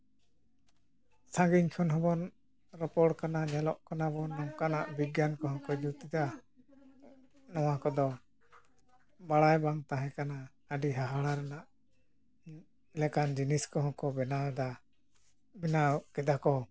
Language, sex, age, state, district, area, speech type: Santali, male, 45-60, West Bengal, Jhargram, rural, spontaneous